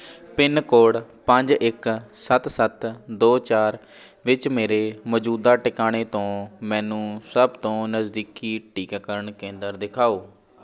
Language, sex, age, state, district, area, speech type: Punjabi, male, 60+, Punjab, Shaheed Bhagat Singh Nagar, urban, read